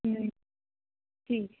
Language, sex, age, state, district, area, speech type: Urdu, female, 18-30, Uttar Pradesh, Mirzapur, rural, conversation